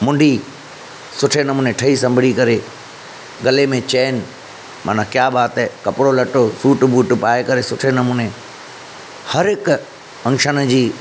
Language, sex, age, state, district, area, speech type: Sindhi, male, 30-45, Maharashtra, Thane, urban, spontaneous